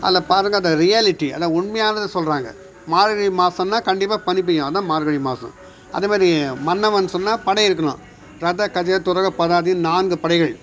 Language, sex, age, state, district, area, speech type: Tamil, male, 60+, Tamil Nadu, Viluppuram, rural, spontaneous